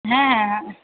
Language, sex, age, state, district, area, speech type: Bengali, female, 30-45, West Bengal, Kolkata, urban, conversation